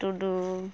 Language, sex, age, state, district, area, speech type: Santali, female, 18-30, West Bengal, Purulia, rural, spontaneous